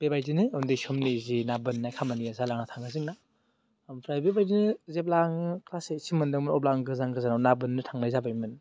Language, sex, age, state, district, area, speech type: Bodo, male, 18-30, Assam, Baksa, rural, spontaneous